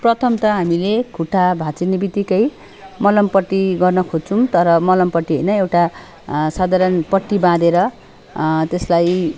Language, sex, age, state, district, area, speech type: Nepali, female, 45-60, West Bengal, Darjeeling, rural, spontaneous